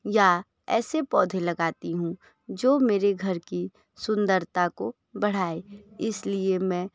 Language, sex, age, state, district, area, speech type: Hindi, other, 30-45, Uttar Pradesh, Sonbhadra, rural, spontaneous